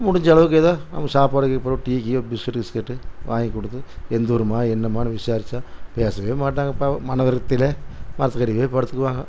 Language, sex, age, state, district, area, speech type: Tamil, male, 60+, Tamil Nadu, Erode, urban, spontaneous